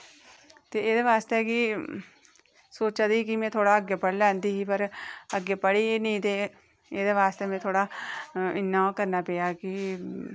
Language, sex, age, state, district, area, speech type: Dogri, female, 30-45, Jammu and Kashmir, Reasi, rural, spontaneous